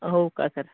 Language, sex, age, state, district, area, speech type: Marathi, male, 18-30, Maharashtra, Gadchiroli, rural, conversation